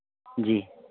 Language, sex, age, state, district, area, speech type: Hindi, male, 60+, Madhya Pradesh, Hoshangabad, rural, conversation